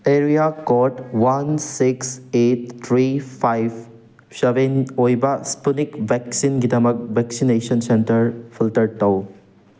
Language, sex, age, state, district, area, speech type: Manipuri, male, 18-30, Manipur, Thoubal, rural, read